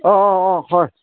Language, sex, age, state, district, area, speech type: Assamese, male, 45-60, Assam, Sivasagar, rural, conversation